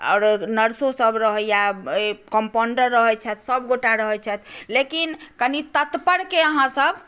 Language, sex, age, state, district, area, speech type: Maithili, female, 60+, Bihar, Madhubani, rural, spontaneous